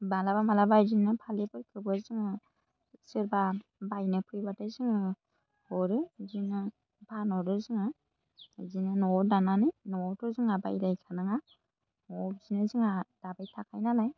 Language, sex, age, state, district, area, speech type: Bodo, female, 30-45, Assam, Baksa, rural, spontaneous